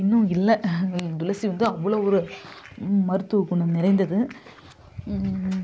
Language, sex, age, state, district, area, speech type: Tamil, female, 30-45, Tamil Nadu, Kallakurichi, urban, spontaneous